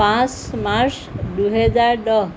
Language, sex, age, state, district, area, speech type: Assamese, female, 60+, Assam, Jorhat, urban, spontaneous